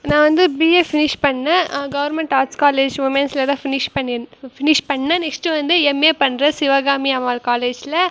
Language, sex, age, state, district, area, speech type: Tamil, female, 18-30, Tamil Nadu, Krishnagiri, rural, spontaneous